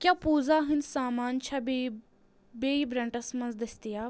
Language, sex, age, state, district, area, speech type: Kashmiri, female, 18-30, Jammu and Kashmir, Anantnag, rural, read